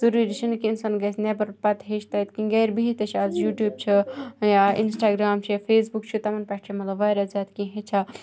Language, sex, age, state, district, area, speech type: Kashmiri, female, 18-30, Jammu and Kashmir, Kupwara, urban, spontaneous